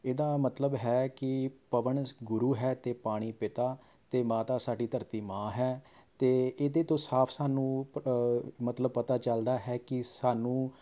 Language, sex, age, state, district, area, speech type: Punjabi, male, 30-45, Punjab, Rupnagar, urban, spontaneous